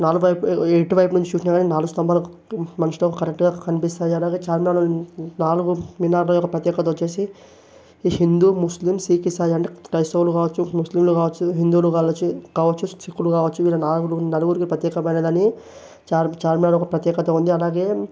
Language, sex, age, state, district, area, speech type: Telugu, male, 18-30, Telangana, Vikarabad, urban, spontaneous